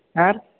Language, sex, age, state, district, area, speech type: Kannada, male, 45-60, Karnataka, Belgaum, rural, conversation